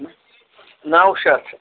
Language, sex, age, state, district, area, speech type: Kashmiri, male, 60+, Jammu and Kashmir, Anantnag, rural, conversation